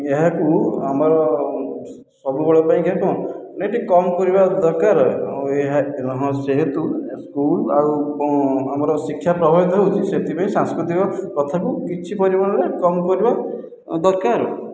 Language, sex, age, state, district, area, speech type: Odia, male, 18-30, Odisha, Khordha, rural, spontaneous